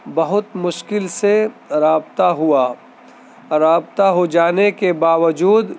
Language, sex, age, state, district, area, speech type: Urdu, male, 30-45, Delhi, Central Delhi, urban, spontaneous